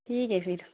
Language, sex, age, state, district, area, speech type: Urdu, female, 30-45, Bihar, Darbhanga, rural, conversation